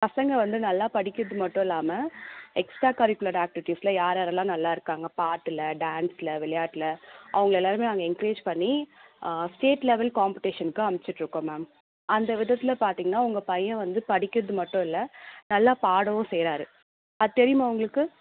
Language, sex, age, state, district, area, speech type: Tamil, female, 30-45, Tamil Nadu, Vellore, urban, conversation